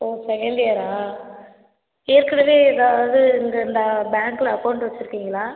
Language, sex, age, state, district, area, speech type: Tamil, female, 18-30, Tamil Nadu, Ariyalur, rural, conversation